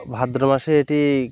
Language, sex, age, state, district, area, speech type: Bengali, male, 18-30, West Bengal, Birbhum, urban, spontaneous